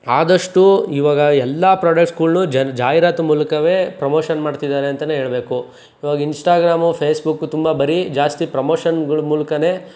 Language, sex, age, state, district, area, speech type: Kannada, male, 45-60, Karnataka, Chikkaballapur, urban, spontaneous